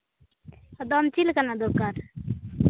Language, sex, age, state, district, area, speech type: Santali, female, 18-30, Jharkhand, Seraikela Kharsawan, rural, conversation